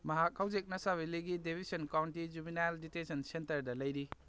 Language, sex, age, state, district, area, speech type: Manipuri, male, 30-45, Manipur, Kakching, rural, read